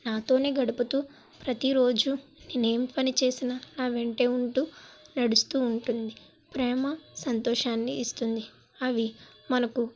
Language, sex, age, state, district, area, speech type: Telugu, female, 18-30, Andhra Pradesh, Kakinada, rural, spontaneous